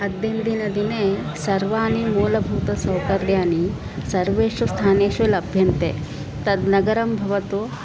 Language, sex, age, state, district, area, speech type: Sanskrit, female, 45-60, Karnataka, Bangalore Urban, urban, spontaneous